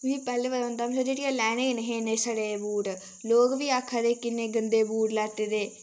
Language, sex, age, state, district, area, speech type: Dogri, female, 18-30, Jammu and Kashmir, Udhampur, urban, spontaneous